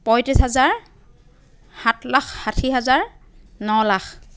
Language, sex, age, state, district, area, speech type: Assamese, female, 30-45, Assam, Dhemaji, rural, spontaneous